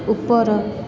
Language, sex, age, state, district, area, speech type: Odia, female, 18-30, Odisha, Kendrapara, urban, read